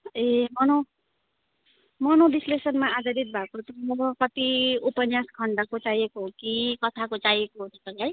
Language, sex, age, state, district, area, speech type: Nepali, female, 30-45, West Bengal, Darjeeling, rural, conversation